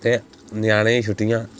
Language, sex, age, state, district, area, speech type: Dogri, male, 18-30, Jammu and Kashmir, Samba, rural, spontaneous